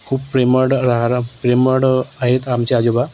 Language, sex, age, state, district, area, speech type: Marathi, male, 30-45, Maharashtra, Nagpur, rural, spontaneous